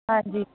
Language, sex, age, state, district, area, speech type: Punjabi, female, 18-30, Punjab, Hoshiarpur, rural, conversation